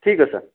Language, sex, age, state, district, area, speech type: Odia, male, 45-60, Odisha, Jajpur, rural, conversation